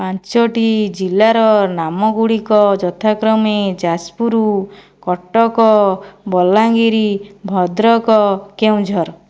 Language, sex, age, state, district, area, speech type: Odia, female, 45-60, Odisha, Jajpur, rural, spontaneous